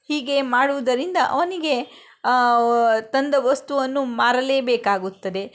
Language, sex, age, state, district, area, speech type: Kannada, female, 30-45, Karnataka, Shimoga, rural, spontaneous